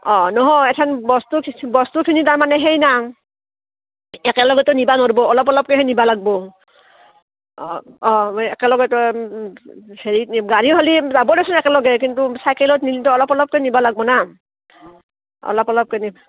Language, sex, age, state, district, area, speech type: Assamese, female, 45-60, Assam, Udalguri, rural, conversation